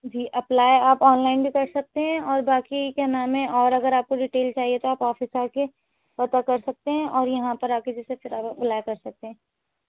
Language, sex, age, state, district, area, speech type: Urdu, female, 18-30, Delhi, North West Delhi, urban, conversation